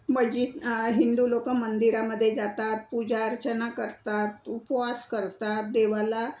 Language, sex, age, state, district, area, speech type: Marathi, female, 60+, Maharashtra, Nagpur, urban, spontaneous